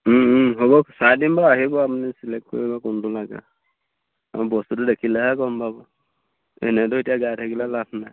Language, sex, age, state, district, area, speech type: Assamese, male, 30-45, Assam, Majuli, urban, conversation